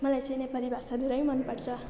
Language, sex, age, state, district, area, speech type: Nepali, female, 18-30, West Bengal, Jalpaiguri, rural, spontaneous